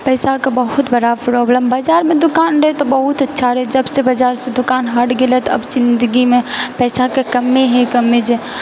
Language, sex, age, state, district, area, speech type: Maithili, female, 18-30, Bihar, Purnia, rural, spontaneous